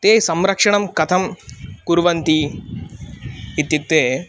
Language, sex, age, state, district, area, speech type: Sanskrit, male, 18-30, Tamil Nadu, Kanyakumari, urban, spontaneous